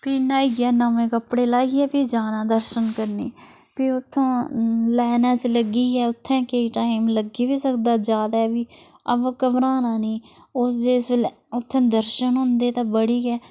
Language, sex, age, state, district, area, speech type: Dogri, female, 30-45, Jammu and Kashmir, Udhampur, rural, spontaneous